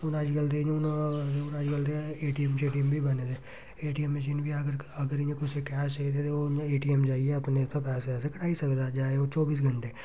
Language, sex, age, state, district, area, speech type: Dogri, male, 30-45, Jammu and Kashmir, Reasi, rural, spontaneous